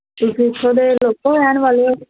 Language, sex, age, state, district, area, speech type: Punjabi, female, 18-30, Punjab, Hoshiarpur, rural, conversation